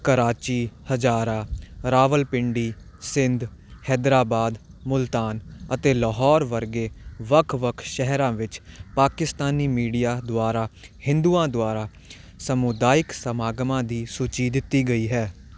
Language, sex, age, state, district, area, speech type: Punjabi, male, 18-30, Punjab, Hoshiarpur, urban, read